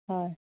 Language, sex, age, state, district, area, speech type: Assamese, female, 45-60, Assam, Dhemaji, rural, conversation